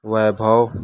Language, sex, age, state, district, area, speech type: Urdu, male, 18-30, Maharashtra, Nashik, urban, spontaneous